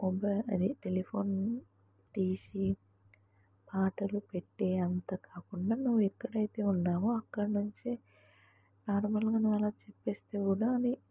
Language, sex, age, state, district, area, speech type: Telugu, female, 18-30, Telangana, Mahabubabad, rural, spontaneous